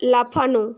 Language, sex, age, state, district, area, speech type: Bengali, female, 18-30, West Bengal, Bankura, urban, read